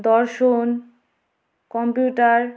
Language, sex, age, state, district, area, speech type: Bengali, female, 30-45, West Bengal, Jalpaiguri, rural, spontaneous